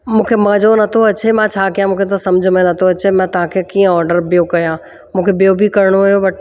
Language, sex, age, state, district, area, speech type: Sindhi, female, 45-60, Delhi, South Delhi, urban, spontaneous